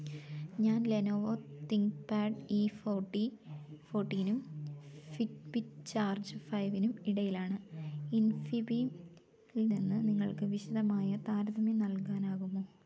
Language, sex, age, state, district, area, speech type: Malayalam, female, 18-30, Kerala, Wayanad, rural, read